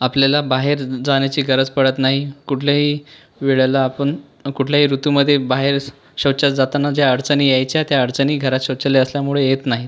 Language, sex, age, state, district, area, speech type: Marathi, male, 18-30, Maharashtra, Buldhana, rural, spontaneous